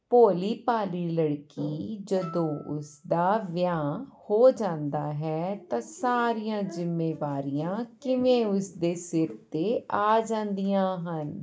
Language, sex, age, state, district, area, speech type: Punjabi, female, 45-60, Punjab, Ludhiana, rural, spontaneous